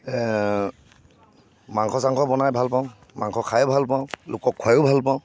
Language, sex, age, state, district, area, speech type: Assamese, male, 60+, Assam, Charaideo, urban, spontaneous